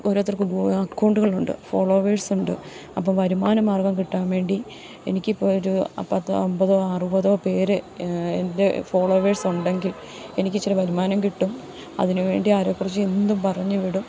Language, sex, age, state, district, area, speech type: Malayalam, female, 30-45, Kerala, Idukki, rural, spontaneous